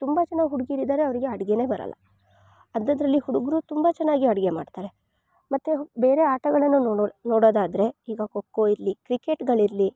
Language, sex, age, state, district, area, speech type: Kannada, female, 18-30, Karnataka, Chikkamagaluru, rural, spontaneous